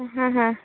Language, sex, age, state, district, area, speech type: Kannada, female, 30-45, Karnataka, Uttara Kannada, rural, conversation